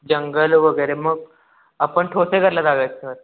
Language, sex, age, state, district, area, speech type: Marathi, male, 18-30, Maharashtra, Satara, urban, conversation